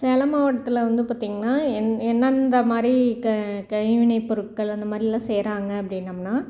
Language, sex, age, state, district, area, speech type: Tamil, female, 45-60, Tamil Nadu, Salem, rural, spontaneous